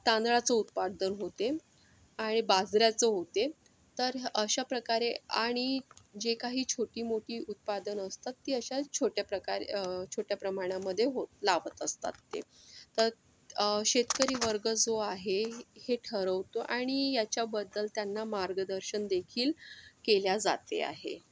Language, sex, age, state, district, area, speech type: Marathi, female, 45-60, Maharashtra, Yavatmal, urban, spontaneous